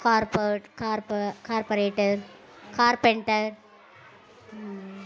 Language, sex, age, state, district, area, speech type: Telugu, female, 30-45, Andhra Pradesh, Kurnool, rural, spontaneous